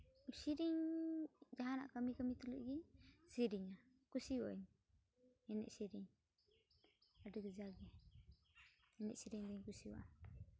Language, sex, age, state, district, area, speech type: Santali, female, 18-30, West Bengal, Uttar Dinajpur, rural, spontaneous